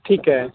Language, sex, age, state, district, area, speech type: Punjabi, male, 30-45, Punjab, Bathinda, rural, conversation